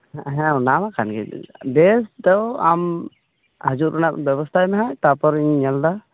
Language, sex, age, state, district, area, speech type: Santali, male, 18-30, West Bengal, Birbhum, rural, conversation